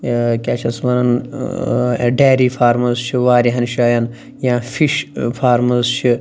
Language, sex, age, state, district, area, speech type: Kashmiri, male, 18-30, Jammu and Kashmir, Kulgam, rural, spontaneous